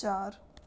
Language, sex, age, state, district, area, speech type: Punjabi, female, 30-45, Punjab, Amritsar, urban, read